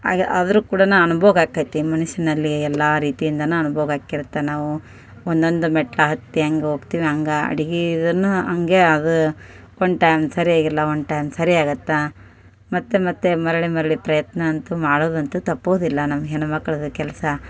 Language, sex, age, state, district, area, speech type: Kannada, female, 30-45, Karnataka, Koppal, urban, spontaneous